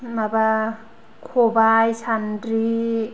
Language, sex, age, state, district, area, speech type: Bodo, female, 18-30, Assam, Kokrajhar, urban, spontaneous